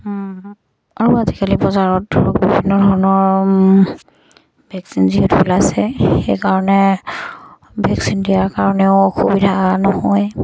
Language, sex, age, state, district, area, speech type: Assamese, female, 45-60, Assam, Dibrugarh, rural, spontaneous